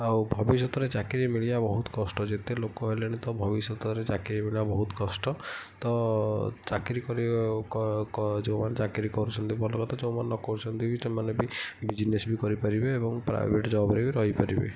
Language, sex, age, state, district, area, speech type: Odia, male, 45-60, Odisha, Kendujhar, urban, spontaneous